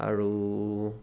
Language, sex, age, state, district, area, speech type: Assamese, male, 18-30, Assam, Sivasagar, rural, spontaneous